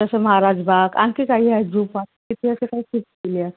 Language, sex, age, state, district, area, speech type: Marathi, female, 30-45, Maharashtra, Nagpur, urban, conversation